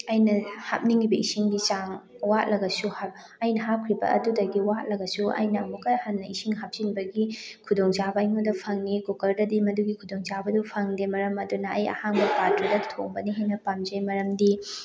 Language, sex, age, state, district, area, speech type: Manipuri, female, 30-45, Manipur, Thoubal, rural, spontaneous